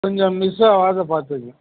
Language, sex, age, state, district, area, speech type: Tamil, male, 60+, Tamil Nadu, Cuddalore, rural, conversation